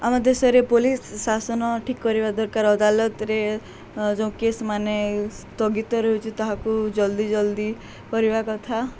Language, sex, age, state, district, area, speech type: Odia, female, 18-30, Odisha, Subarnapur, urban, spontaneous